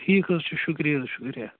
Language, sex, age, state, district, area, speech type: Kashmiri, male, 18-30, Jammu and Kashmir, Kupwara, rural, conversation